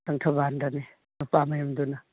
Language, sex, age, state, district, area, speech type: Manipuri, female, 60+, Manipur, Imphal East, rural, conversation